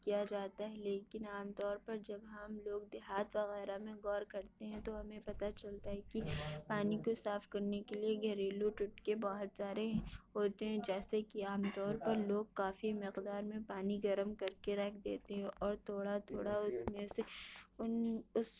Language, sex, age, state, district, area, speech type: Urdu, female, 60+, Uttar Pradesh, Lucknow, urban, spontaneous